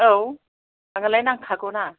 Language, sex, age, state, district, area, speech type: Bodo, female, 60+, Assam, Chirang, rural, conversation